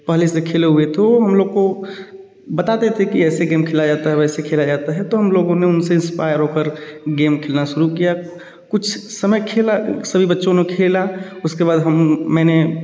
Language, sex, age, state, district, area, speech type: Hindi, male, 30-45, Uttar Pradesh, Varanasi, urban, spontaneous